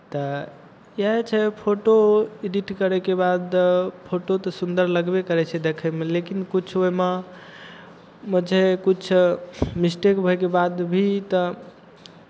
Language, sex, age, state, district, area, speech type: Maithili, male, 18-30, Bihar, Madhepura, rural, spontaneous